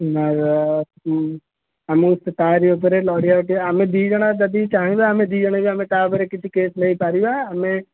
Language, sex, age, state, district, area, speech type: Odia, male, 18-30, Odisha, Jagatsinghpur, rural, conversation